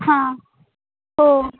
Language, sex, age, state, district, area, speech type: Marathi, female, 18-30, Maharashtra, Nagpur, urban, conversation